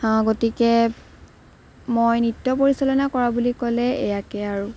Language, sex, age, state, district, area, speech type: Assamese, female, 18-30, Assam, Morigaon, rural, spontaneous